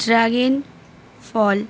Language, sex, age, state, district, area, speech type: Bengali, female, 18-30, West Bengal, Howrah, urban, spontaneous